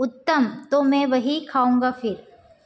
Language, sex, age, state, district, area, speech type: Hindi, female, 30-45, Madhya Pradesh, Chhindwara, urban, read